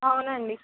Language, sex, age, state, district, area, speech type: Telugu, female, 18-30, Telangana, Ranga Reddy, rural, conversation